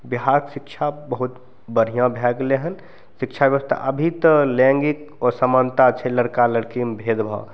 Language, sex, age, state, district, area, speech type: Maithili, male, 30-45, Bihar, Begusarai, urban, spontaneous